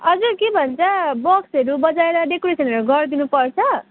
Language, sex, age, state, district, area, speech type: Nepali, female, 18-30, West Bengal, Jalpaiguri, rural, conversation